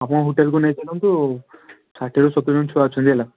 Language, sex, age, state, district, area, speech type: Odia, male, 18-30, Odisha, Balasore, rural, conversation